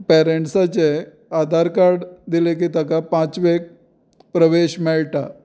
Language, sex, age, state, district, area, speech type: Goan Konkani, male, 45-60, Goa, Canacona, rural, spontaneous